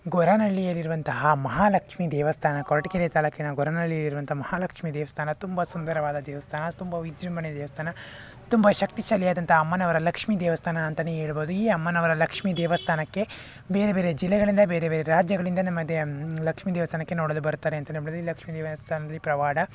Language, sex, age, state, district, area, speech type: Kannada, male, 45-60, Karnataka, Tumkur, urban, spontaneous